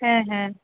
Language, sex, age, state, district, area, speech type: Bengali, female, 18-30, West Bengal, Paschim Bardhaman, urban, conversation